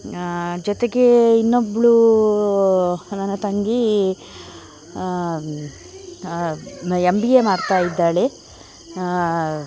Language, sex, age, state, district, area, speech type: Kannada, female, 30-45, Karnataka, Udupi, rural, spontaneous